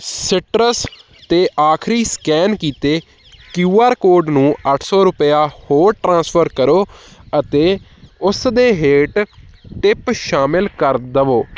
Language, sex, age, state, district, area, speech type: Punjabi, male, 18-30, Punjab, Hoshiarpur, urban, read